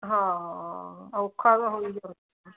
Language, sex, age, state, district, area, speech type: Punjabi, female, 45-60, Punjab, Muktsar, urban, conversation